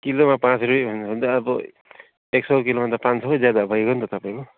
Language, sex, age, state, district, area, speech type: Nepali, male, 45-60, West Bengal, Darjeeling, rural, conversation